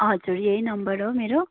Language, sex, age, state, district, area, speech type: Nepali, female, 45-60, West Bengal, Darjeeling, rural, conversation